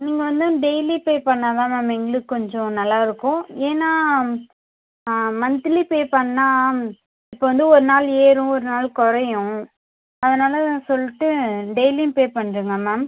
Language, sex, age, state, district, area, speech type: Tamil, female, 18-30, Tamil Nadu, Cuddalore, rural, conversation